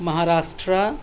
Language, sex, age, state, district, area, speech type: Urdu, male, 30-45, Delhi, South Delhi, urban, spontaneous